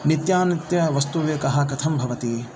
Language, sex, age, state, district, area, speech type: Sanskrit, male, 30-45, Karnataka, Davanagere, urban, spontaneous